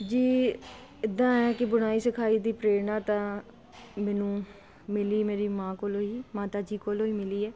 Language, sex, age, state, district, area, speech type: Punjabi, female, 30-45, Punjab, Kapurthala, urban, spontaneous